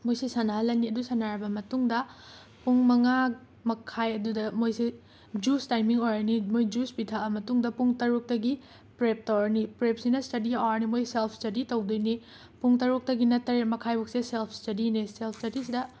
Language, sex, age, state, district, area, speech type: Manipuri, female, 18-30, Manipur, Imphal West, urban, spontaneous